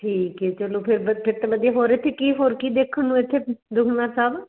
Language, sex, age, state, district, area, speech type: Punjabi, female, 45-60, Punjab, Patiala, rural, conversation